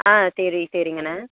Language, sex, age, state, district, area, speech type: Tamil, female, 18-30, Tamil Nadu, Thanjavur, rural, conversation